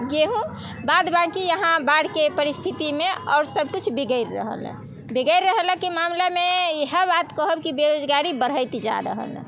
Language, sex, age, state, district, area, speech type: Maithili, female, 30-45, Bihar, Muzaffarpur, rural, spontaneous